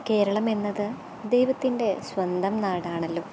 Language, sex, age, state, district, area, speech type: Malayalam, female, 18-30, Kerala, Kottayam, rural, spontaneous